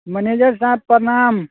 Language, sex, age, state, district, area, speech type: Maithili, male, 18-30, Bihar, Muzaffarpur, rural, conversation